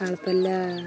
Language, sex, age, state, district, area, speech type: Kannada, female, 18-30, Karnataka, Vijayanagara, rural, spontaneous